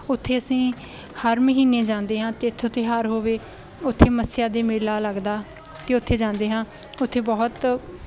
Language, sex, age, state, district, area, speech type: Punjabi, female, 18-30, Punjab, Bathinda, rural, spontaneous